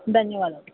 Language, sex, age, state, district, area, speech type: Telugu, female, 45-60, Andhra Pradesh, N T Rama Rao, urban, conversation